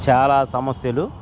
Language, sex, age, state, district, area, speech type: Telugu, male, 45-60, Andhra Pradesh, Guntur, rural, spontaneous